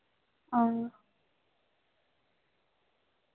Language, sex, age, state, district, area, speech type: Dogri, female, 30-45, Jammu and Kashmir, Samba, rural, conversation